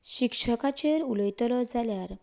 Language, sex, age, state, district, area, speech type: Goan Konkani, female, 30-45, Goa, Canacona, rural, spontaneous